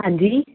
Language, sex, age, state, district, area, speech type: Punjabi, female, 18-30, Punjab, Patiala, urban, conversation